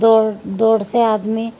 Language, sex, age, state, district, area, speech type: Urdu, female, 45-60, Uttar Pradesh, Muzaffarnagar, urban, spontaneous